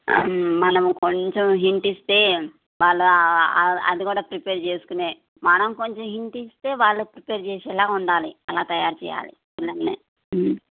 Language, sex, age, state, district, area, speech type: Telugu, female, 30-45, Andhra Pradesh, Kadapa, rural, conversation